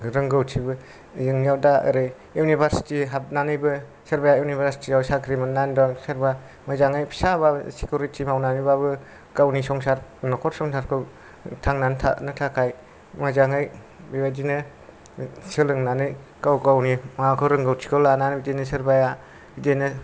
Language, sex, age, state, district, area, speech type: Bodo, male, 45-60, Assam, Kokrajhar, rural, spontaneous